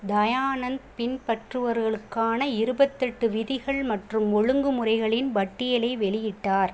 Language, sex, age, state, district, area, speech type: Tamil, female, 30-45, Tamil Nadu, Pudukkottai, rural, read